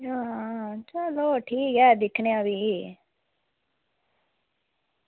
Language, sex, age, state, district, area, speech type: Dogri, female, 18-30, Jammu and Kashmir, Reasi, rural, conversation